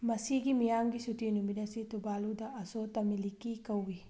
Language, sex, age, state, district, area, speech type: Manipuri, female, 30-45, Manipur, Thoubal, urban, read